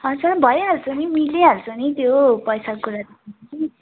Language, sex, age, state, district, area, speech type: Nepali, female, 18-30, West Bengal, Darjeeling, rural, conversation